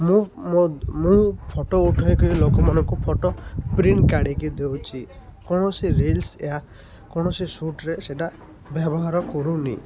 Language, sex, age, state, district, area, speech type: Odia, male, 30-45, Odisha, Malkangiri, urban, spontaneous